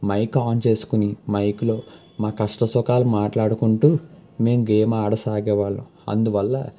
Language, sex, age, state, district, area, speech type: Telugu, male, 18-30, Andhra Pradesh, Guntur, urban, spontaneous